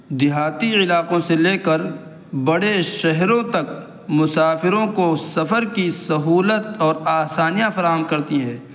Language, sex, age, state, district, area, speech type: Urdu, male, 18-30, Uttar Pradesh, Saharanpur, urban, spontaneous